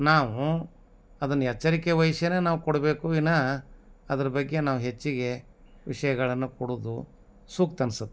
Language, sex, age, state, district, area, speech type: Kannada, male, 60+, Karnataka, Bagalkot, rural, spontaneous